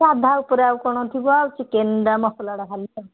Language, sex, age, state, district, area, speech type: Odia, female, 60+, Odisha, Jharsuguda, rural, conversation